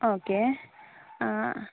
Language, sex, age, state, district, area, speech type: Malayalam, female, 60+, Kerala, Kozhikode, urban, conversation